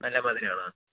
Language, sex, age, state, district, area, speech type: Malayalam, male, 18-30, Kerala, Kollam, rural, conversation